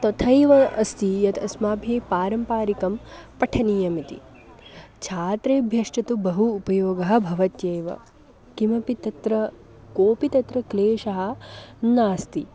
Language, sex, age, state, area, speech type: Sanskrit, female, 18-30, Goa, rural, spontaneous